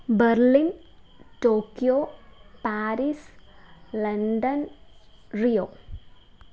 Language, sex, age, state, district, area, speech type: Malayalam, female, 18-30, Kerala, Alappuzha, rural, spontaneous